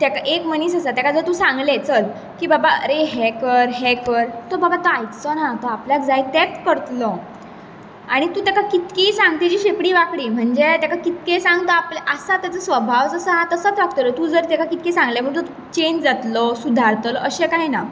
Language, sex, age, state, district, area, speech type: Goan Konkani, female, 18-30, Goa, Bardez, urban, spontaneous